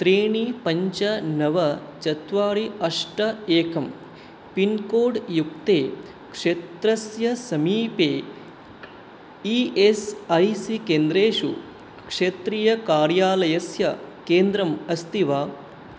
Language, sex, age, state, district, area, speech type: Sanskrit, male, 18-30, West Bengal, Alipurduar, rural, read